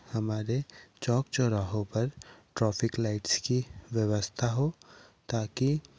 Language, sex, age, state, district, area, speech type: Hindi, male, 18-30, Madhya Pradesh, Betul, urban, spontaneous